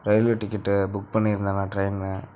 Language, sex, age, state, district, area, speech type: Tamil, male, 18-30, Tamil Nadu, Namakkal, rural, spontaneous